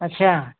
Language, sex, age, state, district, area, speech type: Hindi, male, 60+, Uttar Pradesh, Ghazipur, rural, conversation